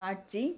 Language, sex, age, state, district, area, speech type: Tamil, female, 45-60, Tamil Nadu, Coimbatore, urban, read